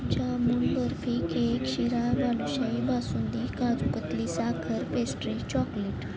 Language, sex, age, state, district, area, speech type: Marathi, female, 18-30, Maharashtra, Osmanabad, rural, spontaneous